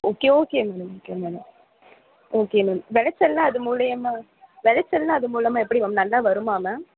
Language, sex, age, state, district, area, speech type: Tamil, female, 18-30, Tamil Nadu, Perambalur, urban, conversation